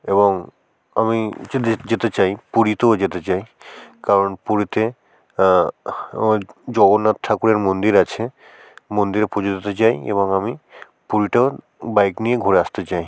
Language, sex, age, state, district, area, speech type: Bengali, male, 18-30, West Bengal, South 24 Parganas, rural, spontaneous